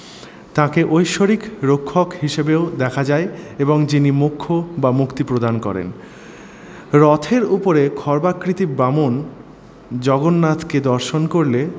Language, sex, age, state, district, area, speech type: Bengali, male, 30-45, West Bengal, Paschim Bardhaman, urban, spontaneous